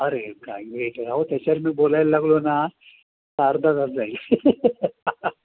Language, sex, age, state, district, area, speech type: Marathi, male, 60+, Maharashtra, Pune, urban, conversation